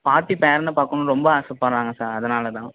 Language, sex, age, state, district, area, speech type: Tamil, male, 18-30, Tamil Nadu, Ariyalur, rural, conversation